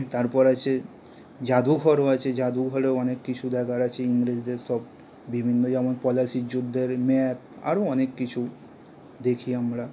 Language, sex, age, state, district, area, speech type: Bengali, male, 18-30, West Bengal, Howrah, urban, spontaneous